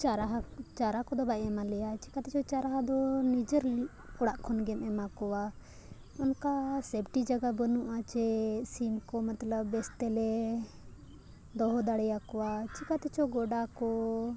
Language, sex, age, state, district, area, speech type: Santali, female, 18-30, Jharkhand, Bokaro, rural, spontaneous